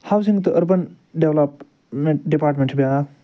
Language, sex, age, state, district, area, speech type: Kashmiri, male, 60+, Jammu and Kashmir, Ganderbal, urban, spontaneous